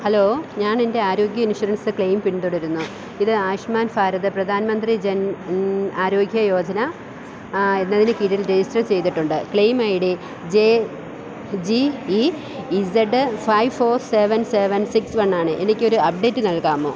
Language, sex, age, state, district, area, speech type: Malayalam, female, 30-45, Kerala, Thiruvananthapuram, rural, read